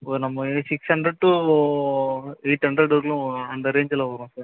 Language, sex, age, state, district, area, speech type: Tamil, male, 30-45, Tamil Nadu, Viluppuram, rural, conversation